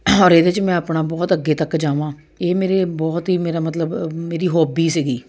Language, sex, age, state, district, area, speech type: Punjabi, female, 30-45, Punjab, Jalandhar, urban, spontaneous